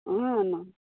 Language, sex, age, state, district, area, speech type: Maithili, female, 18-30, Bihar, Samastipur, rural, conversation